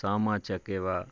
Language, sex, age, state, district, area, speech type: Maithili, male, 45-60, Bihar, Madhubani, rural, spontaneous